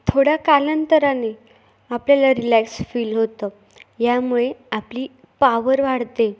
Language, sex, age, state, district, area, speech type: Marathi, female, 18-30, Maharashtra, Ahmednagar, urban, spontaneous